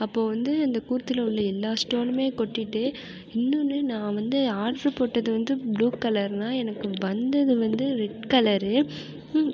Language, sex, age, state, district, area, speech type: Tamil, female, 18-30, Tamil Nadu, Mayiladuthurai, urban, spontaneous